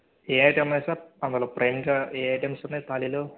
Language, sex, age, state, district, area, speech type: Telugu, male, 18-30, Andhra Pradesh, N T Rama Rao, urban, conversation